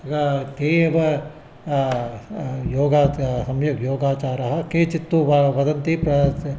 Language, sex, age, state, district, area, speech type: Sanskrit, male, 60+, Andhra Pradesh, Visakhapatnam, urban, spontaneous